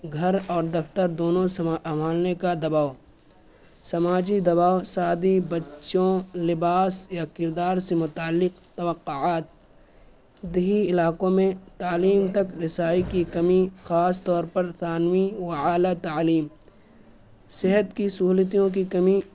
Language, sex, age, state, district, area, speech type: Urdu, male, 18-30, Uttar Pradesh, Balrampur, rural, spontaneous